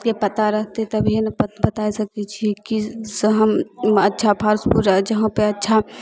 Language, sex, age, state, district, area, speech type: Maithili, female, 18-30, Bihar, Begusarai, urban, spontaneous